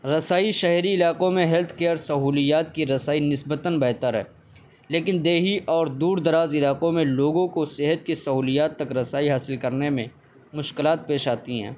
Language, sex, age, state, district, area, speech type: Urdu, male, 18-30, Uttar Pradesh, Saharanpur, urban, spontaneous